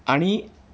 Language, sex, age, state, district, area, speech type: Marathi, male, 60+, Maharashtra, Thane, urban, spontaneous